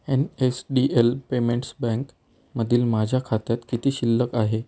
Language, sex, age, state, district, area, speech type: Marathi, male, 30-45, Maharashtra, Sindhudurg, urban, read